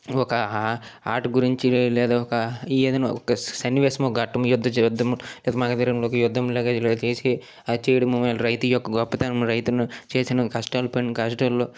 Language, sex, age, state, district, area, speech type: Telugu, male, 45-60, Andhra Pradesh, Srikakulam, urban, spontaneous